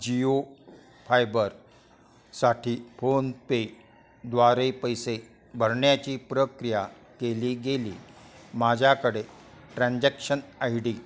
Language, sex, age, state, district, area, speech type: Marathi, male, 60+, Maharashtra, Kolhapur, urban, read